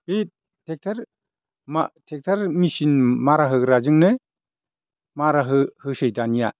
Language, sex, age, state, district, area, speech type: Bodo, male, 60+, Assam, Chirang, rural, spontaneous